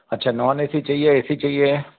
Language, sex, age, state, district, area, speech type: Hindi, male, 60+, Madhya Pradesh, Bhopal, urban, conversation